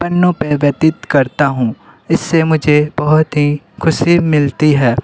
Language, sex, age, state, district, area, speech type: Hindi, male, 30-45, Uttar Pradesh, Sonbhadra, rural, spontaneous